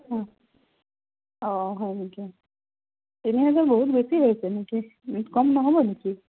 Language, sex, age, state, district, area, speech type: Assamese, female, 45-60, Assam, Sonitpur, rural, conversation